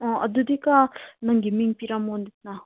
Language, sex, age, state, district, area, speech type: Manipuri, female, 30-45, Manipur, Senapati, urban, conversation